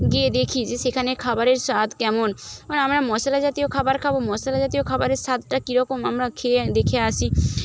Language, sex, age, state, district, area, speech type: Bengali, female, 30-45, West Bengal, Jhargram, rural, spontaneous